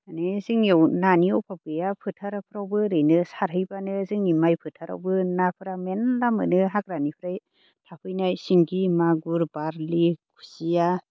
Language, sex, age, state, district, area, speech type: Bodo, female, 30-45, Assam, Baksa, rural, spontaneous